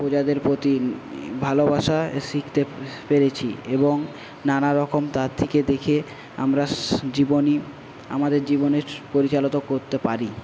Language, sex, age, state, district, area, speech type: Bengali, male, 18-30, West Bengal, Paschim Medinipur, rural, spontaneous